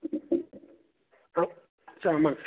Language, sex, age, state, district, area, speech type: Tamil, male, 18-30, Tamil Nadu, Nilgiris, rural, conversation